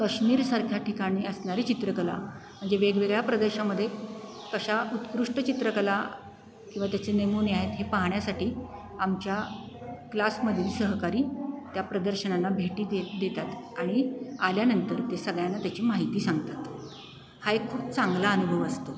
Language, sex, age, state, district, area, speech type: Marathi, female, 45-60, Maharashtra, Satara, urban, spontaneous